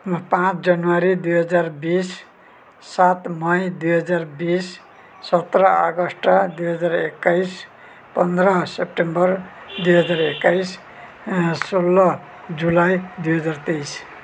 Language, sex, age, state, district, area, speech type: Nepali, male, 45-60, West Bengal, Darjeeling, rural, spontaneous